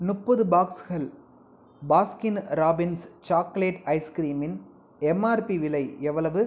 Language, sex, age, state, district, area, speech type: Tamil, male, 18-30, Tamil Nadu, Pudukkottai, rural, read